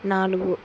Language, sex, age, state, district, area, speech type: Telugu, female, 45-60, Andhra Pradesh, Kurnool, rural, spontaneous